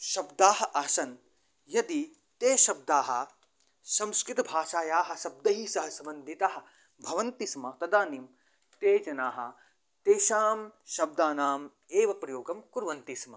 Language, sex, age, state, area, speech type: Sanskrit, male, 18-30, Haryana, rural, spontaneous